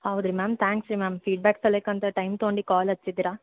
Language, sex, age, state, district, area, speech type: Kannada, female, 18-30, Karnataka, Gulbarga, urban, conversation